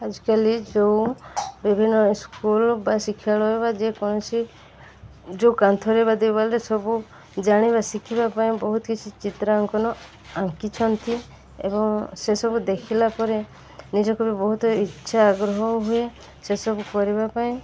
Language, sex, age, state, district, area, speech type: Odia, female, 45-60, Odisha, Sundergarh, urban, spontaneous